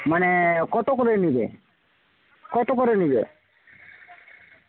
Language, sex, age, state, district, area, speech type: Bengali, male, 30-45, West Bengal, Uttar Dinajpur, urban, conversation